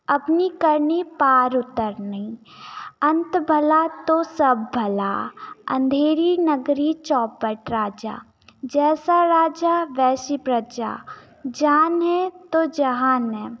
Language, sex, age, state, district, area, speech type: Hindi, female, 18-30, Madhya Pradesh, Betul, rural, spontaneous